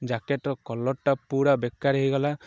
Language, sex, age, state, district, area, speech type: Odia, male, 30-45, Odisha, Ganjam, urban, spontaneous